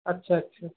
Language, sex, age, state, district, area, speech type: Bengali, male, 18-30, West Bengal, Paschim Bardhaman, urban, conversation